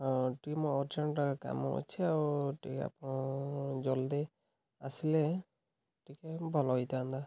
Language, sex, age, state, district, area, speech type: Odia, male, 30-45, Odisha, Mayurbhanj, rural, spontaneous